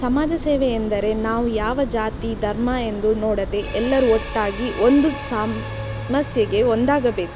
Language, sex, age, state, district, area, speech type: Kannada, female, 18-30, Karnataka, Shimoga, rural, spontaneous